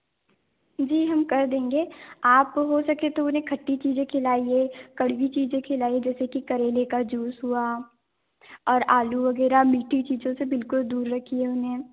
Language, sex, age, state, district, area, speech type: Hindi, female, 18-30, Madhya Pradesh, Balaghat, rural, conversation